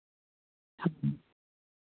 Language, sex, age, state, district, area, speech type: Santali, male, 30-45, Jharkhand, Seraikela Kharsawan, rural, conversation